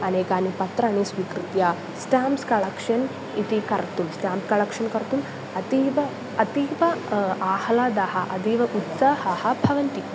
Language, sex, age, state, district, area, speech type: Sanskrit, female, 18-30, Kerala, Malappuram, rural, spontaneous